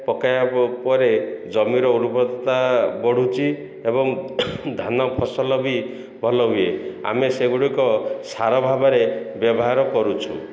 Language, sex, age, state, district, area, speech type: Odia, male, 45-60, Odisha, Ganjam, urban, spontaneous